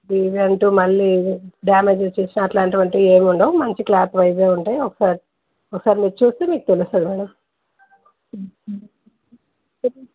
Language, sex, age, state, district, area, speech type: Telugu, female, 45-60, Andhra Pradesh, Anantapur, urban, conversation